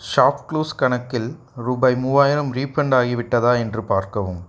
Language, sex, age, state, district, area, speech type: Tamil, male, 18-30, Tamil Nadu, Coimbatore, rural, read